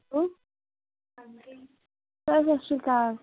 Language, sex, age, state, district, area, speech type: Punjabi, female, 18-30, Punjab, Barnala, urban, conversation